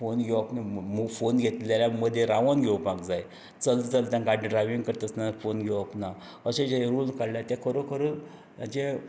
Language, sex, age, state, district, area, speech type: Goan Konkani, male, 60+, Goa, Canacona, rural, spontaneous